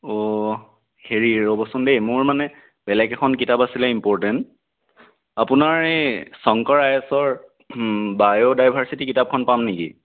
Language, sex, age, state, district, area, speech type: Assamese, male, 18-30, Assam, Biswanath, rural, conversation